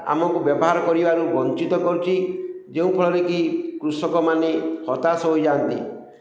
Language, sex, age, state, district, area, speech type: Odia, male, 45-60, Odisha, Ganjam, urban, spontaneous